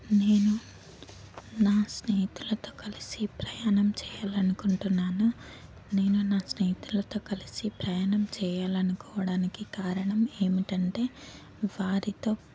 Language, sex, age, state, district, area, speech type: Telugu, female, 18-30, Telangana, Hyderabad, urban, spontaneous